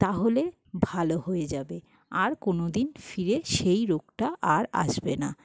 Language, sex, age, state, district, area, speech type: Bengali, female, 45-60, West Bengal, Jhargram, rural, spontaneous